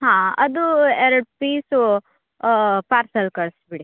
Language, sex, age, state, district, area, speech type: Kannada, female, 30-45, Karnataka, Uttara Kannada, rural, conversation